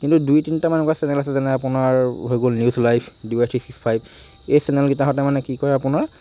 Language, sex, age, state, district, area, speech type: Assamese, male, 45-60, Assam, Morigaon, rural, spontaneous